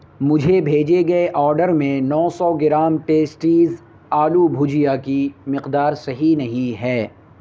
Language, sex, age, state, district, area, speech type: Urdu, male, 18-30, Uttar Pradesh, Saharanpur, urban, read